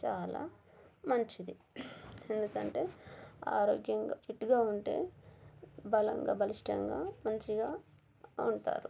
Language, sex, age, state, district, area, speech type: Telugu, female, 30-45, Telangana, Warangal, rural, spontaneous